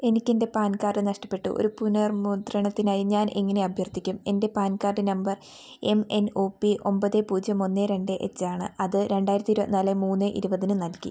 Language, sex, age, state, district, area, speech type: Malayalam, female, 18-30, Kerala, Wayanad, rural, read